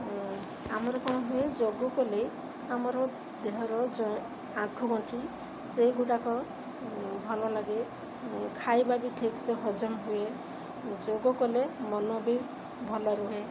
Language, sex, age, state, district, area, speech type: Odia, female, 30-45, Odisha, Sundergarh, urban, spontaneous